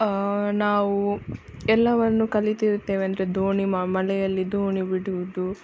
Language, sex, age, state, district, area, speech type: Kannada, female, 18-30, Karnataka, Udupi, rural, spontaneous